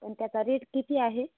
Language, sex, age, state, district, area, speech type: Marathi, female, 45-60, Maharashtra, Hingoli, urban, conversation